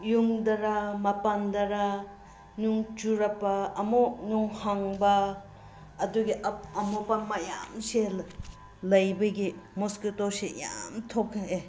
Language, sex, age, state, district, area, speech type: Manipuri, female, 45-60, Manipur, Senapati, rural, spontaneous